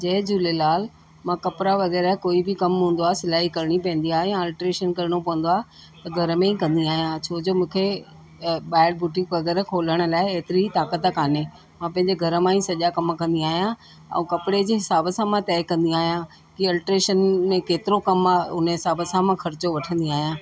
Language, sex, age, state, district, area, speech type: Sindhi, female, 60+, Delhi, South Delhi, urban, spontaneous